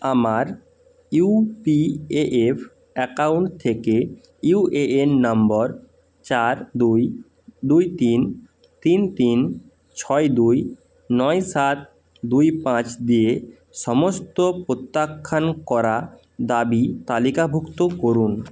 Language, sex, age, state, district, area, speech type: Bengali, male, 30-45, West Bengal, Bankura, urban, read